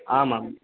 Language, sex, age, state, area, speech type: Sanskrit, male, 18-30, Rajasthan, rural, conversation